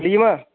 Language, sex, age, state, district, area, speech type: Odia, male, 18-30, Odisha, Subarnapur, urban, conversation